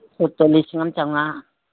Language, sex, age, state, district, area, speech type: Manipuri, female, 60+, Manipur, Imphal East, urban, conversation